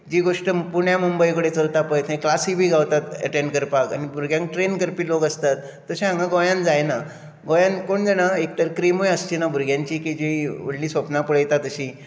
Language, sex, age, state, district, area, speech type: Goan Konkani, male, 60+, Goa, Bardez, urban, spontaneous